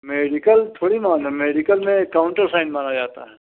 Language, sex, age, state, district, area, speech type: Hindi, male, 60+, Uttar Pradesh, Mirzapur, urban, conversation